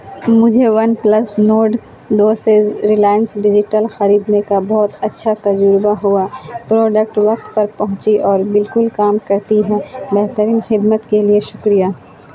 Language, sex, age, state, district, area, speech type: Urdu, female, 18-30, Bihar, Saharsa, rural, read